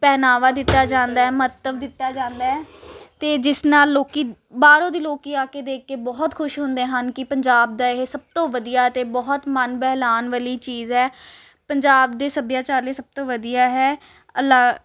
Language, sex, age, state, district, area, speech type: Punjabi, female, 18-30, Punjab, Ludhiana, urban, spontaneous